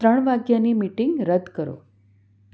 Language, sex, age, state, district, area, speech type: Gujarati, female, 30-45, Gujarat, Anand, urban, read